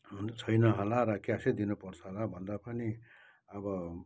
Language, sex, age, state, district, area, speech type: Nepali, male, 60+, West Bengal, Kalimpong, rural, spontaneous